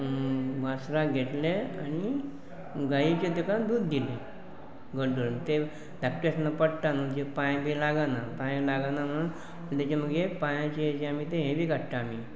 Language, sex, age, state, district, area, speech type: Goan Konkani, male, 45-60, Goa, Pernem, rural, spontaneous